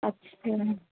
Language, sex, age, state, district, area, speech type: Urdu, female, 30-45, Uttar Pradesh, Rampur, urban, conversation